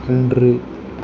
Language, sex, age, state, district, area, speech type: Tamil, male, 18-30, Tamil Nadu, Mayiladuthurai, urban, read